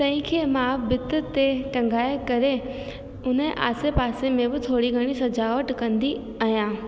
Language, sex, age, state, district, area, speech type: Sindhi, female, 18-30, Rajasthan, Ajmer, urban, spontaneous